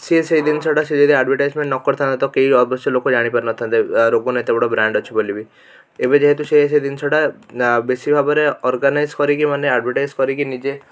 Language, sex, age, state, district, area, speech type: Odia, male, 18-30, Odisha, Cuttack, urban, spontaneous